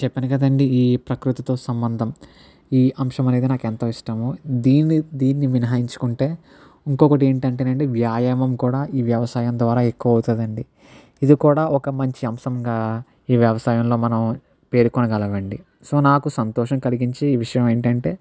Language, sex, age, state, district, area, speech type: Telugu, male, 60+, Andhra Pradesh, Kakinada, rural, spontaneous